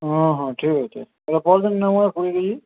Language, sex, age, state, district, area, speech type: Odia, male, 18-30, Odisha, Subarnapur, rural, conversation